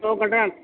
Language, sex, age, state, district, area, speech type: Urdu, male, 60+, Delhi, North East Delhi, urban, conversation